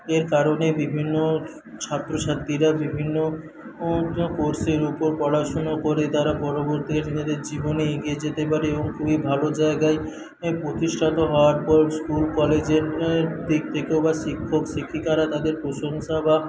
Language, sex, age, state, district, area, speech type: Bengali, male, 18-30, West Bengal, Paschim Medinipur, rural, spontaneous